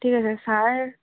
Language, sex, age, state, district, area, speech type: Assamese, female, 18-30, Assam, Jorhat, urban, conversation